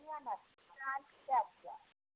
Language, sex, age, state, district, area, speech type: Maithili, female, 60+, Bihar, Madhepura, urban, conversation